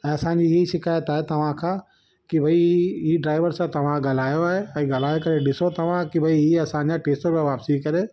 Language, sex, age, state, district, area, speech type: Sindhi, male, 30-45, Delhi, South Delhi, urban, spontaneous